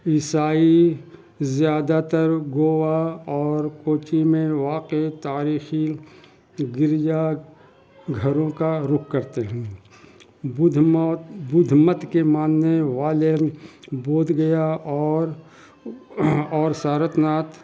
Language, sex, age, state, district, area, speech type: Urdu, male, 60+, Bihar, Gaya, rural, spontaneous